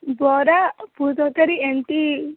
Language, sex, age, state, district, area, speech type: Odia, female, 18-30, Odisha, Sundergarh, urban, conversation